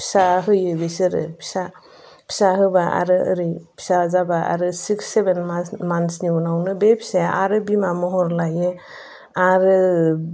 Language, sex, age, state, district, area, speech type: Bodo, female, 30-45, Assam, Udalguri, urban, spontaneous